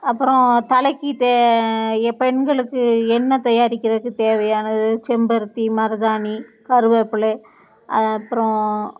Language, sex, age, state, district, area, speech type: Tamil, female, 45-60, Tamil Nadu, Thoothukudi, rural, spontaneous